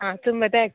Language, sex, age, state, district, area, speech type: Kannada, female, 18-30, Karnataka, Dakshina Kannada, rural, conversation